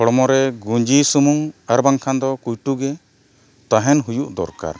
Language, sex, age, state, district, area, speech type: Santali, male, 45-60, Odisha, Mayurbhanj, rural, spontaneous